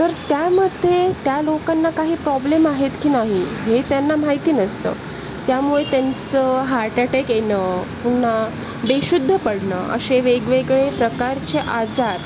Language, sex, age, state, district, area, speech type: Marathi, female, 18-30, Maharashtra, Sindhudurg, rural, spontaneous